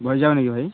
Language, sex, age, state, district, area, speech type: Odia, male, 18-30, Odisha, Malkangiri, urban, conversation